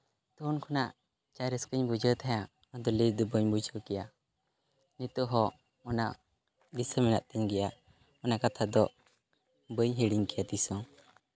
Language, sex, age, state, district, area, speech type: Santali, male, 18-30, West Bengal, Jhargram, rural, spontaneous